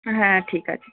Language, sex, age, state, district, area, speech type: Bengali, female, 18-30, West Bengal, Kolkata, urban, conversation